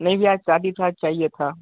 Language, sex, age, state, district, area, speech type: Hindi, male, 18-30, Uttar Pradesh, Chandauli, rural, conversation